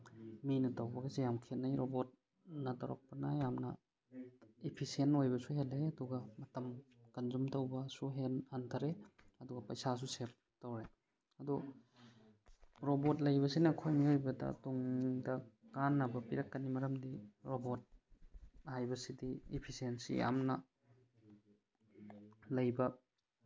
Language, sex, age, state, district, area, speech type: Manipuri, male, 30-45, Manipur, Thoubal, rural, spontaneous